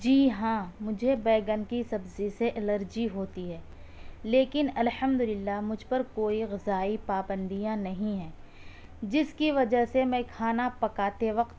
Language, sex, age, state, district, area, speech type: Urdu, female, 18-30, Delhi, South Delhi, urban, spontaneous